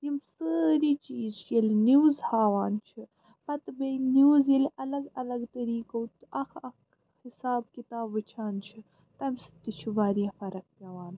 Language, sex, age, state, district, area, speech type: Kashmiri, female, 30-45, Jammu and Kashmir, Srinagar, urban, spontaneous